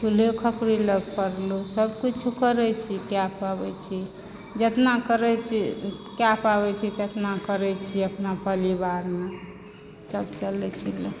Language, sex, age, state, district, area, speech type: Maithili, female, 60+, Bihar, Supaul, urban, spontaneous